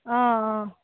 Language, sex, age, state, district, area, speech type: Assamese, female, 60+, Assam, Dibrugarh, rural, conversation